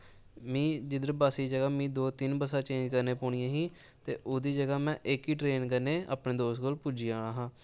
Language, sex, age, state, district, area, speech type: Dogri, male, 18-30, Jammu and Kashmir, Samba, urban, spontaneous